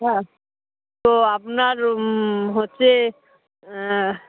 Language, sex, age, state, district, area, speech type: Bengali, female, 30-45, West Bengal, Dakshin Dinajpur, urban, conversation